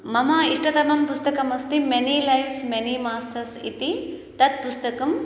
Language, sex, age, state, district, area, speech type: Sanskrit, female, 30-45, Andhra Pradesh, East Godavari, rural, spontaneous